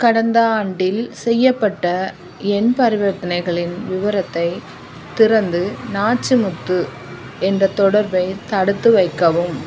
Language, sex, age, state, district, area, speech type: Tamil, female, 30-45, Tamil Nadu, Dharmapuri, urban, read